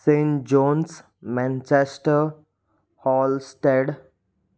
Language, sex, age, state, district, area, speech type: Goan Konkani, male, 18-30, Goa, Salcete, rural, spontaneous